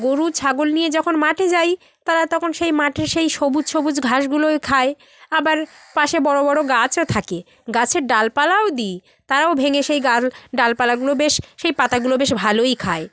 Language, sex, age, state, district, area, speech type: Bengali, female, 30-45, West Bengal, South 24 Parganas, rural, spontaneous